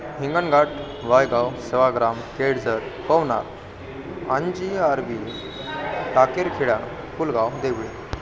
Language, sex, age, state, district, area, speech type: Marathi, male, 18-30, Maharashtra, Wardha, rural, spontaneous